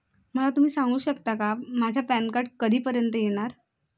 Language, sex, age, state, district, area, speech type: Marathi, female, 18-30, Maharashtra, Bhandara, rural, spontaneous